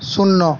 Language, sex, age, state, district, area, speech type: Bengali, male, 18-30, West Bengal, Paschim Medinipur, rural, read